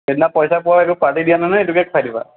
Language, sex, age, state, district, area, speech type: Assamese, male, 30-45, Assam, Kamrup Metropolitan, rural, conversation